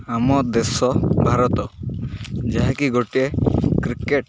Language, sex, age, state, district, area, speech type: Odia, male, 18-30, Odisha, Malkangiri, urban, spontaneous